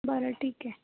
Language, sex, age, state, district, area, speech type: Marathi, female, 18-30, Maharashtra, Nagpur, urban, conversation